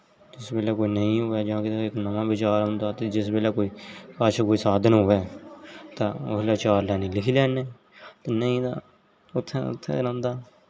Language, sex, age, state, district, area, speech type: Dogri, male, 18-30, Jammu and Kashmir, Jammu, rural, spontaneous